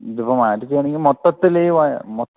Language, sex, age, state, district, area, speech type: Malayalam, male, 45-60, Kerala, Idukki, rural, conversation